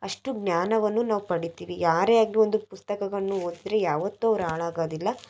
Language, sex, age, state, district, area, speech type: Kannada, female, 18-30, Karnataka, Chitradurga, urban, spontaneous